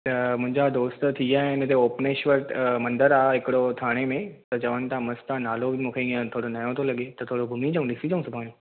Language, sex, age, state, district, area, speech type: Sindhi, male, 18-30, Maharashtra, Thane, urban, conversation